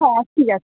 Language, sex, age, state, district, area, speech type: Bengali, female, 18-30, West Bengal, Uttar Dinajpur, rural, conversation